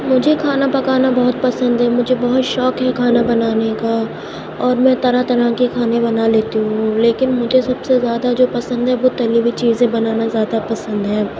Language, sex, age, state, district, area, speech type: Urdu, female, 30-45, Uttar Pradesh, Aligarh, rural, spontaneous